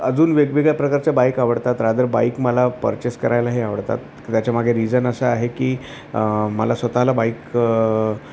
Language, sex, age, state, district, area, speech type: Marathi, male, 45-60, Maharashtra, Thane, rural, spontaneous